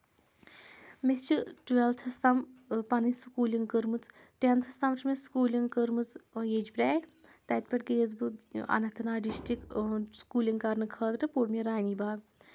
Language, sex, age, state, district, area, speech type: Kashmiri, female, 18-30, Jammu and Kashmir, Anantnag, urban, spontaneous